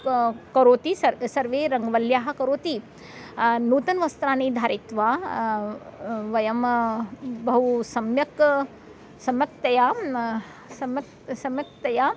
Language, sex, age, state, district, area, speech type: Sanskrit, female, 45-60, Maharashtra, Nagpur, urban, spontaneous